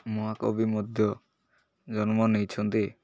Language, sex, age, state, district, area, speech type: Odia, male, 18-30, Odisha, Malkangiri, urban, spontaneous